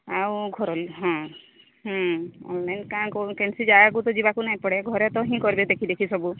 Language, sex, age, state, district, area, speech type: Odia, female, 45-60, Odisha, Sambalpur, rural, conversation